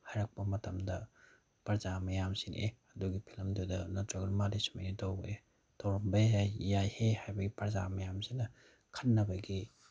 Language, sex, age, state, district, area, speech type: Manipuri, male, 30-45, Manipur, Bishnupur, rural, spontaneous